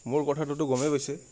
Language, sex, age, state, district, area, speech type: Assamese, male, 18-30, Assam, Goalpara, urban, spontaneous